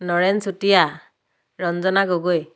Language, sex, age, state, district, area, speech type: Assamese, female, 30-45, Assam, Dhemaji, urban, spontaneous